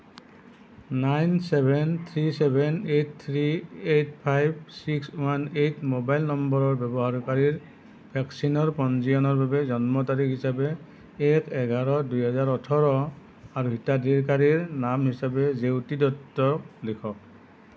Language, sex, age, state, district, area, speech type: Assamese, male, 45-60, Assam, Nalbari, rural, read